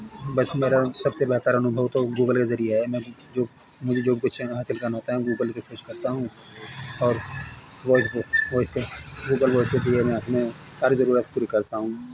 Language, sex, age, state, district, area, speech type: Urdu, male, 45-60, Uttar Pradesh, Muzaffarnagar, urban, spontaneous